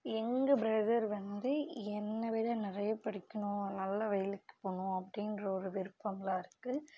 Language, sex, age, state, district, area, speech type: Tamil, female, 18-30, Tamil Nadu, Dharmapuri, rural, spontaneous